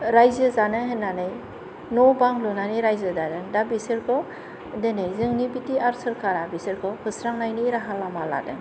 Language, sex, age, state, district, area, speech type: Bodo, female, 45-60, Assam, Kokrajhar, urban, spontaneous